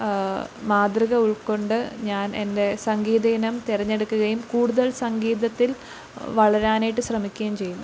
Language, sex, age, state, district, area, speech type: Malayalam, female, 18-30, Kerala, Pathanamthitta, rural, spontaneous